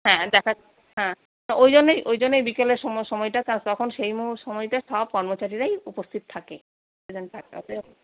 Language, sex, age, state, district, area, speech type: Bengali, female, 30-45, West Bengal, Paschim Bardhaman, urban, conversation